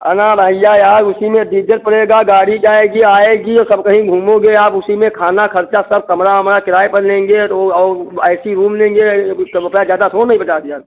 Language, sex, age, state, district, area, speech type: Hindi, male, 30-45, Uttar Pradesh, Hardoi, rural, conversation